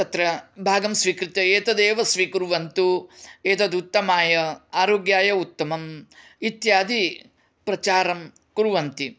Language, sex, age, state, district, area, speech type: Sanskrit, male, 45-60, Karnataka, Dharwad, urban, spontaneous